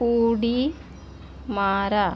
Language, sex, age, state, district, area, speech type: Marathi, female, 30-45, Maharashtra, Washim, rural, read